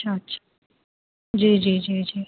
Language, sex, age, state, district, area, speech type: Urdu, female, 30-45, Uttar Pradesh, Rampur, urban, conversation